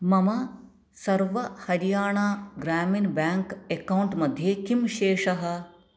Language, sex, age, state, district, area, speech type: Sanskrit, female, 30-45, Kerala, Ernakulam, urban, read